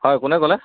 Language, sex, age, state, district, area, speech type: Assamese, male, 30-45, Assam, Golaghat, rural, conversation